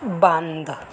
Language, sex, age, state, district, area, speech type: Punjabi, female, 30-45, Punjab, Mansa, urban, read